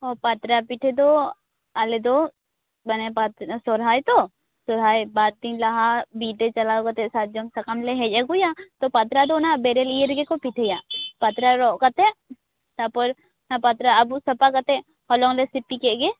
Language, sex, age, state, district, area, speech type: Santali, female, 18-30, West Bengal, Purba Bardhaman, rural, conversation